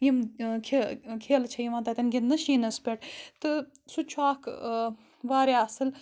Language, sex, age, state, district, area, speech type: Kashmiri, female, 30-45, Jammu and Kashmir, Srinagar, urban, spontaneous